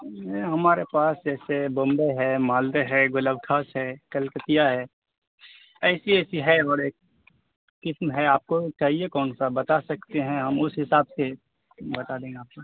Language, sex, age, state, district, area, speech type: Urdu, male, 18-30, Bihar, Khagaria, rural, conversation